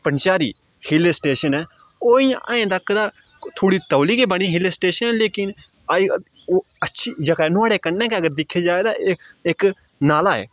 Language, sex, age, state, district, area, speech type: Dogri, male, 18-30, Jammu and Kashmir, Udhampur, rural, spontaneous